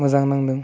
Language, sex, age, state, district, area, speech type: Bodo, male, 18-30, Assam, Udalguri, urban, spontaneous